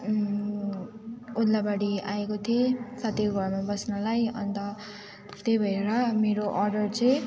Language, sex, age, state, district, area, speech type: Nepali, female, 18-30, West Bengal, Jalpaiguri, rural, spontaneous